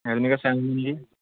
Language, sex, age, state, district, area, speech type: Assamese, male, 30-45, Assam, Morigaon, rural, conversation